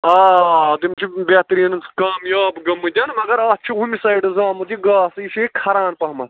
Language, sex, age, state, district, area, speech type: Kashmiri, male, 18-30, Jammu and Kashmir, Budgam, rural, conversation